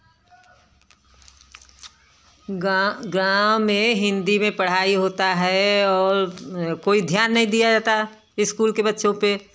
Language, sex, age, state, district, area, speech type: Hindi, female, 60+, Uttar Pradesh, Varanasi, rural, spontaneous